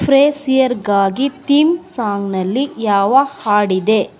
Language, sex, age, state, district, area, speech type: Kannada, female, 30-45, Karnataka, Mandya, rural, read